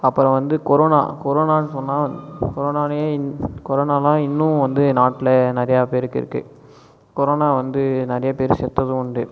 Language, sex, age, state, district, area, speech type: Tamil, male, 18-30, Tamil Nadu, Cuddalore, rural, spontaneous